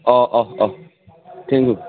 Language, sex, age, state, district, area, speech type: Bodo, male, 45-60, Assam, Kokrajhar, rural, conversation